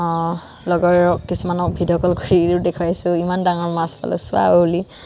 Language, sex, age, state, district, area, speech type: Assamese, female, 18-30, Assam, Tinsukia, rural, spontaneous